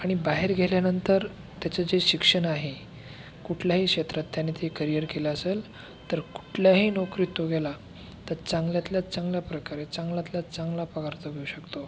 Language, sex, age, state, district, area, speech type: Marathi, male, 30-45, Maharashtra, Aurangabad, rural, spontaneous